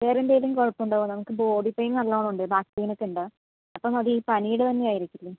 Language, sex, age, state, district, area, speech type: Malayalam, female, 18-30, Kerala, Palakkad, urban, conversation